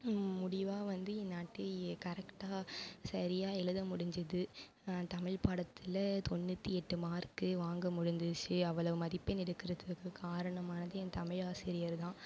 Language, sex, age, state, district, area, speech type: Tamil, female, 18-30, Tamil Nadu, Mayiladuthurai, urban, spontaneous